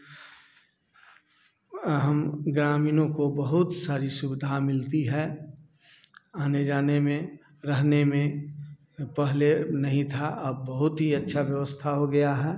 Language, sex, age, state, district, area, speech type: Hindi, male, 60+, Bihar, Samastipur, urban, spontaneous